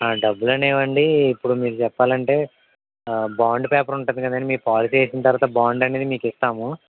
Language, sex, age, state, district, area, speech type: Telugu, male, 60+, Andhra Pradesh, Konaseema, urban, conversation